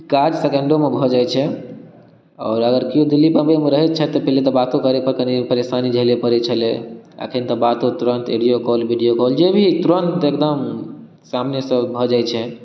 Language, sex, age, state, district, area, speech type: Maithili, male, 18-30, Bihar, Darbhanga, rural, spontaneous